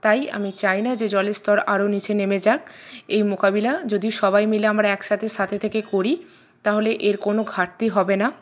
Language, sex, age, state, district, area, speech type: Bengali, female, 45-60, West Bengal, Purba Bardhaman, urban, spontaneous